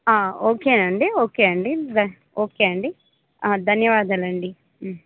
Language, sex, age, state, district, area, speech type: Telugu, female, 18-30, Telangana, Khammam, urban, conversation